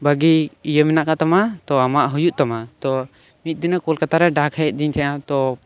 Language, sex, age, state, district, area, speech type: Santali, male, 18-30, West Bengal, Birbhum, rural, spontaneous